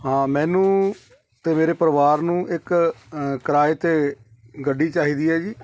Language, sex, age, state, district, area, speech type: Punjabi, male, 45-60, Punjab, Shaheed Bhagat Singh Nagar, urban, spontaneous